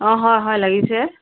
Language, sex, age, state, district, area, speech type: Assamese, female, 45-60, Assam, Jorhat, urban, conversation